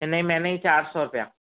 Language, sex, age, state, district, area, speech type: Sindhi, male, 18-30, Gujarat, Kutch, urban, conversation